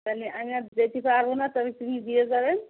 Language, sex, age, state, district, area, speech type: Bengali, female, 45-60, West Bengal, Darjeeling, rural, conversation